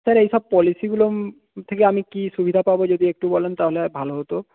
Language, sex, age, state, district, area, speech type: Bengali, male, 18-30, West Bengal, Jhargram, rural, conversation